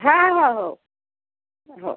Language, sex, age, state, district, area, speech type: Marathi, female, 45-60, Maharashtra, Washim, rural, conversation